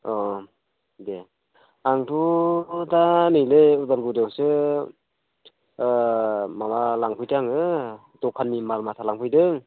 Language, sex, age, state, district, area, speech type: Bodo, male, 45-60, Assam, Udalguri, rural, conversation